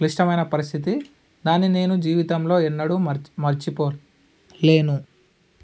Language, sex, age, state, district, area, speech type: Telugu, male, 18-30, Andhra Pradesh, Alluri Sitarama Raju, rural, spontaneous